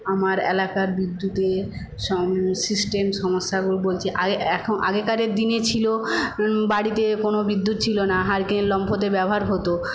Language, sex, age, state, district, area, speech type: Bengali, female, 45-60, West Bengal, Paschim Medinipur, rural, spontaneous